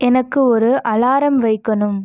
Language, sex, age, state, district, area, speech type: Tamil, female, 30-45, Tamil Nadu, Ariyalur, rural, read